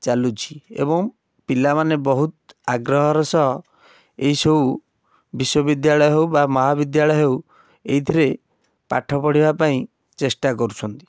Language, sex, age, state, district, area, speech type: Odia, male, 18-30, Odisha, Cuttack, urban, spontaneous